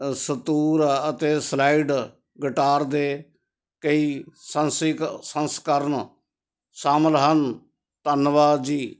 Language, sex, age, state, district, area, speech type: Punjabi, male, 60+, Punjab, Ludhiana, rural, read